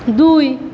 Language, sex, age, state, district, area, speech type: Bengali, female, 45-60, West Bengal, Paschim Medinipur, rural, read